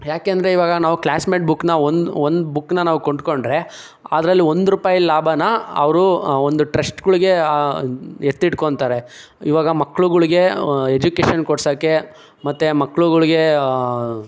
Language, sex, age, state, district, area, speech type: Kannada, male, 18-30, Karnataka, Chikkaballapur, rural, spontaneous